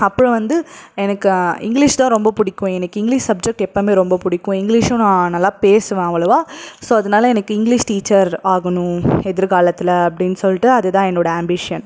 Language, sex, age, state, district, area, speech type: Tamil, female, 18-30, Tamil Nadu, Krishnagiri, rural, spontaneous